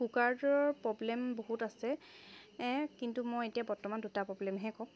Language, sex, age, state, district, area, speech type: Assamese, female, 30-45, Assam, Charaideo, urban, spontaneous